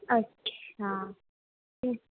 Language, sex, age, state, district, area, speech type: Urdu, female, 18-30, Uttar Pradesh, Gautam Buddha Nagar, rural, conversation